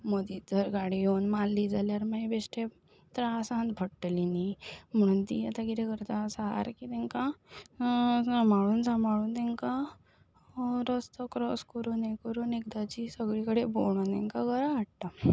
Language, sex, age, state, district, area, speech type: Goan Konkani, female, 45-60, Goa, Ponda, rural, spontaneous